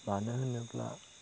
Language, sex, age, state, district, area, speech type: Bodo, male, 30-45, Assam, Chirang, rural, spontaneous